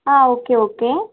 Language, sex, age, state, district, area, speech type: Tamil, female, 18-30, Tamil Nadu, Tiruppur, urban, conversation